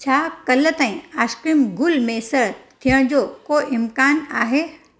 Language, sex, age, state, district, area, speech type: Sindhi, female, 45-60, Gujarat, Surat, urban, read